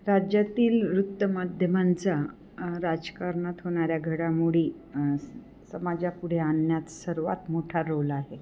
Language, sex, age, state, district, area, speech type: Marathi, female, 45-60, Maharashtra, Nashik, urban, spontaneous